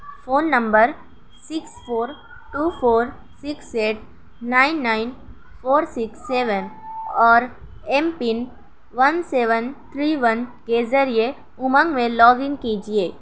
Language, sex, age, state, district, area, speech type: Urdu, female, 18-30, Maharashtra, Nashik, urban, read